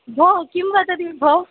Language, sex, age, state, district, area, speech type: Sanskrit, female, 18-30, Kerala, Kozhikode, urban, conversation